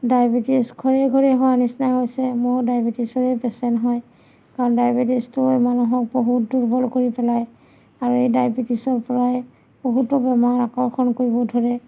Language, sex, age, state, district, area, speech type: Assamese, female, 45-60, Assam, Nagaon, rural, spontaneous